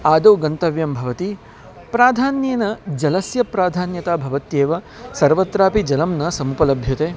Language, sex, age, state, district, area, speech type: Sanskrit, male, 30-45, Karnataka, Bangalore Urban, urban, spontaneous